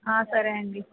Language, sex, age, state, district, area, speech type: Telugu, female, 30-45, Andhra Pradesh, Vizianagaram, urban, conversation